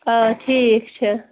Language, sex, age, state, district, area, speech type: Kashmiri, female, 30-45, Jammu and Kashmir, Budgam, rural, conversation